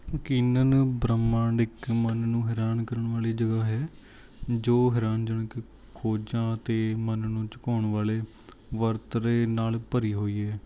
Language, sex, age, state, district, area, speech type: Punjabi, male, 18-30, Punjab, Mansa, urban, spontaneous